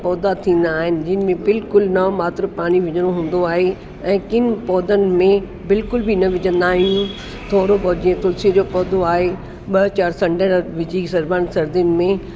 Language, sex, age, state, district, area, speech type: Sindhi, female, 60+, Delhi, South Delhi, urban, spontaneous